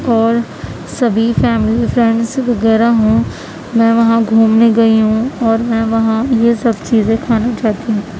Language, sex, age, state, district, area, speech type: Urdu, female, 18-30, Uttar Pradesh, Gautam Buddha Nagar, rural, spontaneous